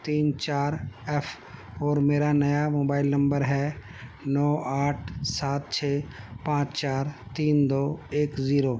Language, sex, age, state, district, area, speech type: Urdu, male, 60+, Delhi, North East Delhi, urban, spontaneous